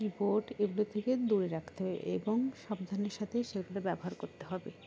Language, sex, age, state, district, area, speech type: Bengali, female, 18-30, West Bengal, Dakshin Dinajpur, urban, spontaneous